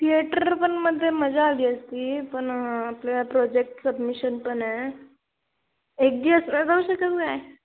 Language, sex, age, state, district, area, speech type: Marathi, female, 18-30, Maharashtra, Ratnagiri, rural, conversation